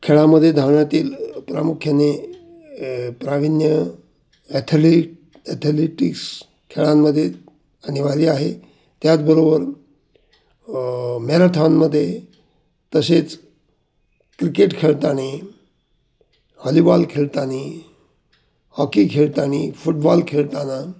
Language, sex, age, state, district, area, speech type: Marathi, male, 60+, Maharashtra, Ahmednagar, urban, spontaneous